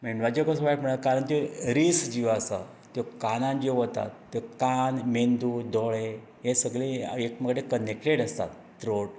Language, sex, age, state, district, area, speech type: Goan Konkani, male, 60+, Goa, Canacona, rural, spontaneous